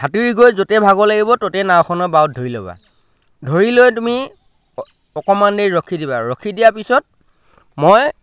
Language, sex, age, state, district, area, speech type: Assamese, male, 30-45, Assam, Lakhimpur, rural, spontaneous